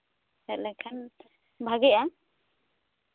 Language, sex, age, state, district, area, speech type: Santali, female, 18-30, West Bengal, Bankura, rural, conversation